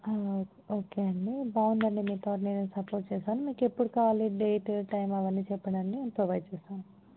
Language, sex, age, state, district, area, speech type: Telugu, female, 18-30, Telangana, Hyderabad, urban, conversation